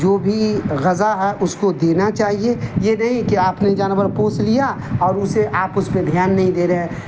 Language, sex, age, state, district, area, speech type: Urdu, male, 45-60, Bihar, Darbhanga, rural, spontaneous